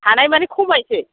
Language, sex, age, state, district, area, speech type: Bodo, female, 45-60, Assam, Chirang, rural, conversation